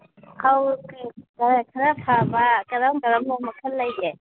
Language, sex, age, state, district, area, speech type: Manipuri, female, 30-45, Manipur, Kangpokpi, urban, conversation